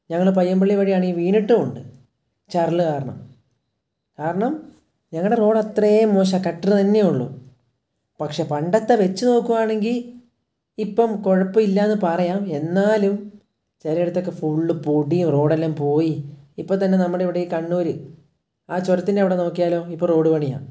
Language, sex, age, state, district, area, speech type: Malayalam, male, 18-30, Kerala, Wayanad, rural, spontaneous